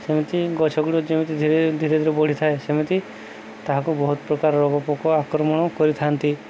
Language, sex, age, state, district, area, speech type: Odia, male, 30-45, Odisha, Subarnapur, urban, spontaneous